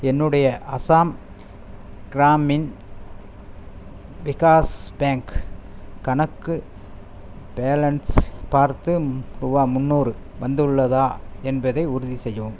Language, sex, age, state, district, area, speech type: Tamil, male, 60+, Tamil Nadu, Coimbatore, rural, read